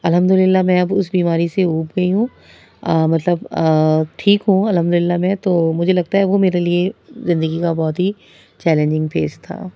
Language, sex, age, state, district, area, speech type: Urdu, female, 30-45, Delhi, South Delhi, rural, spontaneous